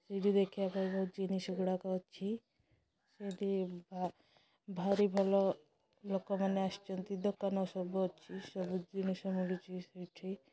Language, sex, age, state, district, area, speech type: Odia, female, 30-45, Odisha, Malkangiri, urban, spontaneous